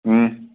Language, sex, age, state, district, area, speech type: Dogri, male, 30-45, Jammu and Kashmir, Udhampur, urban, conversation